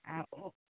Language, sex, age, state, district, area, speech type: Maithili, female, 60+, Bihar, Saharsa, rural, conversation